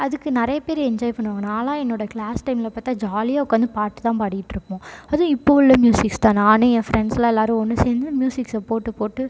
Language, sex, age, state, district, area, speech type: Tamil, female, 18-30, Tamil Nadu, Tiruchirappalli, rural, spontaneous